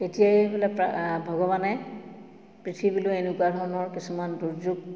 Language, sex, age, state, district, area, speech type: Assamese, female, 45-60, Assam, Majuli, urban, spontaneous